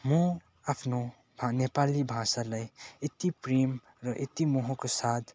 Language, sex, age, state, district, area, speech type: Nepali, male, 18-30, West Bengal, Darjeeling, urban, spontaneous